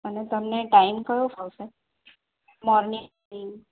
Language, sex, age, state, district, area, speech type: Gujarati, female, 30-45, Gujarat, Kheda, urban, conversation